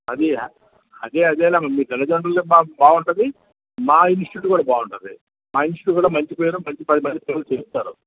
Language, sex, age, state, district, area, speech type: Telugu, male, 60+, Andhra Pradesh, Visakhapatnam, urban, conversation